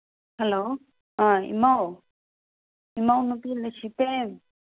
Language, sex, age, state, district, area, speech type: Manipuri, female, 18-30, Manipur, Kangpokpi, urban, conversation